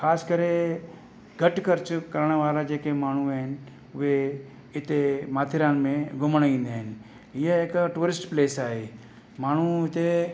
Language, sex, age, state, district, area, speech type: Sindhi, male, 60+, Maharashtra, Mumbai City, urban, spontaneous